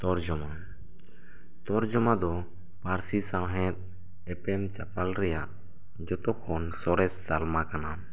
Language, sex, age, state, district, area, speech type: Santali, male, 18-30, West Bengal, Bankura, rural, spontaneous